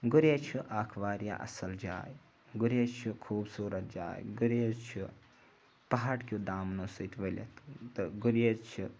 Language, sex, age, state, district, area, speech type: Kashmiri, male, 18-30, Jammu and Kashmir, Ganderbal, rural, spontaneous